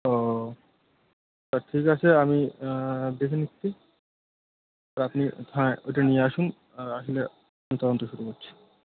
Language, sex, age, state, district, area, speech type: Bengali, male, 30-45, West Bengal, Birbhum, urban, conversation